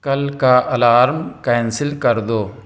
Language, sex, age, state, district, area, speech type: Urdu, male, 30-45, Uttar Pradesh, Balrampur, rural, read